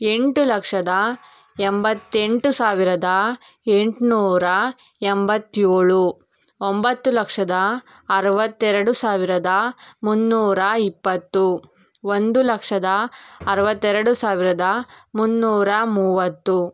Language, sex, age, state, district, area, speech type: Kannada, female, 18-30, Karnataka, Tumkur, urban, spontaneous